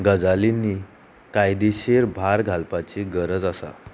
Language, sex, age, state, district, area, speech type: Goan Konkani, female, 18-30, Goa, Murmgao, urban, spontaneous